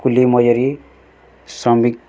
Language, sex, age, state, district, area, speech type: Odia, male, 18-30, Odisha, Bargarh, urban, spontaneous